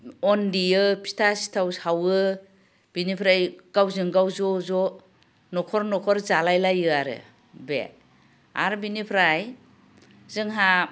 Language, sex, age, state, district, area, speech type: Bodo, female, 60+, Assam, Udalguri, urban, spontaneous